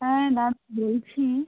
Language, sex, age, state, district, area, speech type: Bengali, female, 18-30, West Bengal, Birbhum, urban, conversation